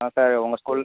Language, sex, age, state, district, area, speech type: Tamil, male, 18-30, Tamil Nadu, Cuddalore, rural, conversation